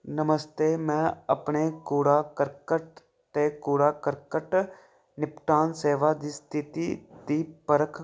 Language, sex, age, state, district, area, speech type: Dogri, male, 18-30, Jammu and Kashmir, Kathua, rural, read